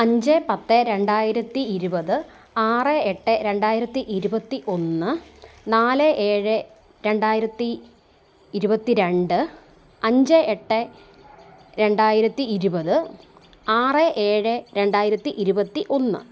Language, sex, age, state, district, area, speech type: Malayalam, female, 30-45, Kerala, Kottayam, rural, spontaneous